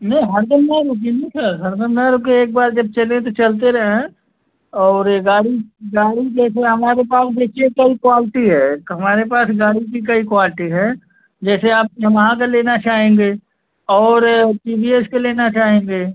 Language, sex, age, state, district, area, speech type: Hindi, male, 18-30, Uttar Pradesh, Azamgarh, rural, conversation